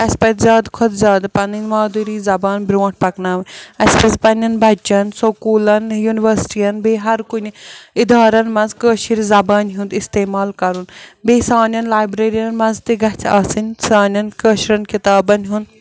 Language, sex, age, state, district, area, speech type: Kashmiri, female, 30-45, Jammu and Kashmir, Srinagar, urban, spontaneous